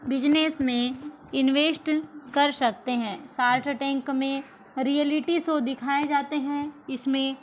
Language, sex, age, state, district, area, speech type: Hindi, female, 60+, Madhya Pradesh, Balaghat, rural, spontaneous